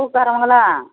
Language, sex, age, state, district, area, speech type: Tamil, female, 45-60, Tamil Nadu, Theni, rural, conversation